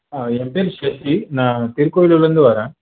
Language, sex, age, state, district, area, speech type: Tamil, male, 18-30, Tamil Nadu, Viluppuram, urban, conversation